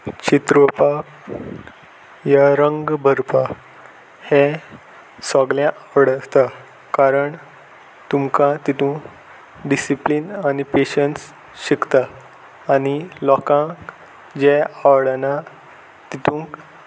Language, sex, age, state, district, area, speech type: Goan Konkani, male, 18-30, Goa, Salcete, urban, spontaneous